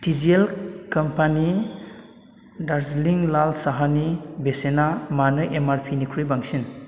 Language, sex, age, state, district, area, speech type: Bodo, male, 30-45, Assam, Chirang, rural, read